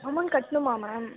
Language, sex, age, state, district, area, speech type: Tamil, female, 18-30, Tamil Nadu, Thanjavur, urban, conversation